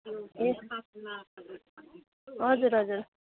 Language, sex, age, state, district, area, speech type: Nepali, female, 30-45, West Bengal, Darjeeling, rural, conversation